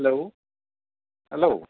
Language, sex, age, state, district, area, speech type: Bodo, male, 60+, Assam, Kokrajhar, urban, conversation